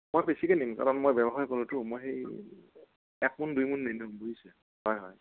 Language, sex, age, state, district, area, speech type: Assamese, male, 60+, Assam, Morigaon, rural, conversation